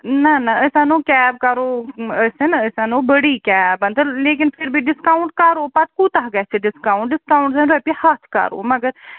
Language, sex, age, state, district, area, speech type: Kashmiri, female, 45-60, Jammu and Kashmir, Srinagar, urban, conversation